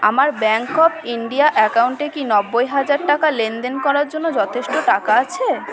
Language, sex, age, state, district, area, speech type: Bengali, female, 30-45, West Bengal, Purba Bardhaman, urban, read